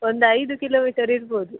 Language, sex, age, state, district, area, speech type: Kannada, female, 18-30, Karnataka, Udupi, urban, conversation